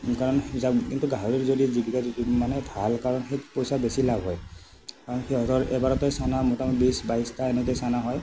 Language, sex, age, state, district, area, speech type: Assamese, male, 45-60, Assam, Morigaon, rural, spontaneous